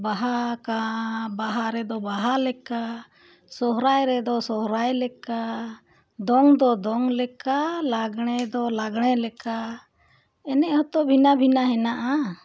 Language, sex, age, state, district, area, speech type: Santali, female, 60+, Jharkhand, Bokaro, rural, spontaneous